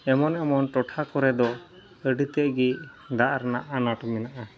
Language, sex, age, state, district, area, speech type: Santali, male, 30-45, West Bengal, Malda, rural, spontaneous